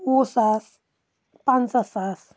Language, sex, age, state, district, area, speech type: Kashmiri, female, 18-30, Jammu and Kashmir, Anantnag, rural, spontaneous